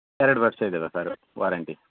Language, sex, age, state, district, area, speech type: Kannada, male, 30-45, Karnataka, Dakshina Kannada, rural, conversation